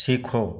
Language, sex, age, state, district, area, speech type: Hindi, male, 30-45, Rajasthan, Nagaur, rural, read